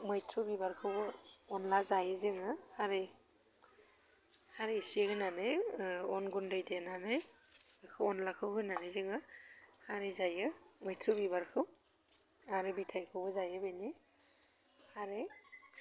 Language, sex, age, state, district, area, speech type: Bodo, female, 30-45, Assam, Udalguri, urban, spontaneous